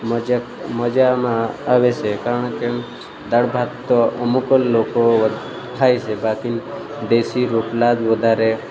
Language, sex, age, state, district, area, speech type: Gujarati, male, 30-45, Gujarat, Narmada, rural, spontaneous